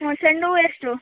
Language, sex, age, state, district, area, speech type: Kannada, female, 18-30, Karnataka, Gadag, rural, conversation